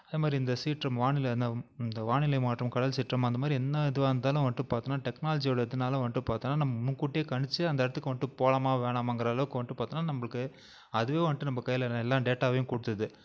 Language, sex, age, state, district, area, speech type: Tamil, male, 30-45, Tamil Nadu, Viluppuram, urban, spontaneous